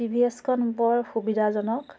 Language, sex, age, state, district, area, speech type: Assamese, female, 30-45, Assam, Biswanath, rural, spontaneous